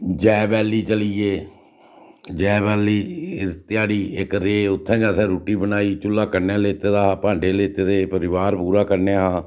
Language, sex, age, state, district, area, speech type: Dogri, male, 60+, Jammu and Kashmir, Reasi, rural, spontaneous